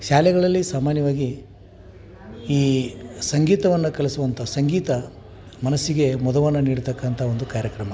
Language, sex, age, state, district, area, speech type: Kannada, male, 45-60, Karnataka, Dharwad, urban, spontaneous